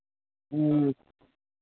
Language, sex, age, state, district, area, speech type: Maithili, female, 60+, Bihar, Madhepura, rural, conversation